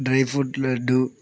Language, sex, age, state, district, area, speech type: Telugu, male, 18-30, Andhra Pradesh, Bapatla, rural, spontaneous